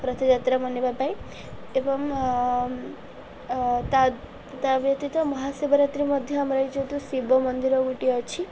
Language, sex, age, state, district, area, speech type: Odia, female, 18-30, Odisha, Ganjam, urban, spontaneous